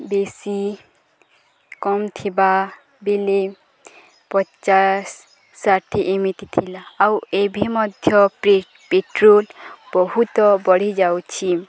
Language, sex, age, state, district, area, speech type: Odia, female, 18-30, Odisha, Nuapada, urban, spontaneous